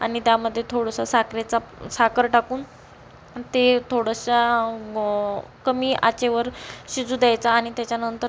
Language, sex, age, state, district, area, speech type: Marathi, female, 18-30, Maharashtra, Amravati, rural, spontaneous